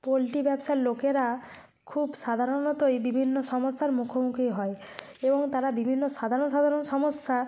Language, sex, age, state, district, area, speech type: Bengali, female, 45-60, West Bengal, Nadia, rural, spontaneous